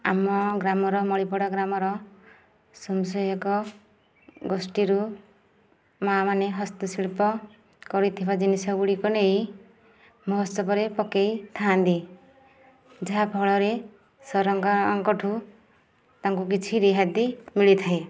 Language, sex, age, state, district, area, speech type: Odia, female, 30-45, Odisha, Nayagarh, rural, spontaneous